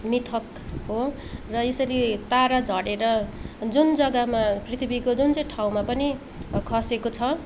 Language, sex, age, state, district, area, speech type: Nepali, female, 18-30, West Bengal, Darjeeling, rural, spontaneous